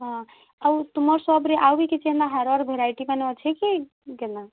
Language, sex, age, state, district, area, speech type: Odia, female, 18-30, Odisha, Bargarh, urban, conversation